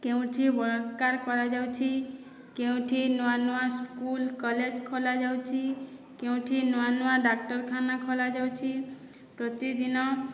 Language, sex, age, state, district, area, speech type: Odia, female, 30-45, Odisha, Boudh, rural, spontaneous